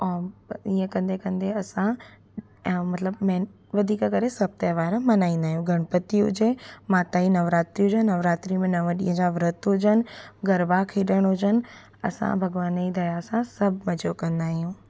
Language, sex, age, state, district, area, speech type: Sindhi, female, 18-30, Gujarat, Surat, urban, spontaneous